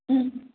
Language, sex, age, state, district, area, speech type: Kannada, female, 18-30, Karnataka, Hassan, rural, conversation